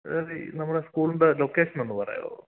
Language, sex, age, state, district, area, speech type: Malayalam, male, 18-30, Kerala, Idukki, rural, conversation